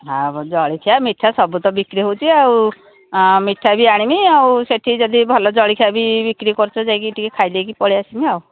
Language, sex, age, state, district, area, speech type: Odia, female, 60+, Odisha, Jharsuguda, rural, conversation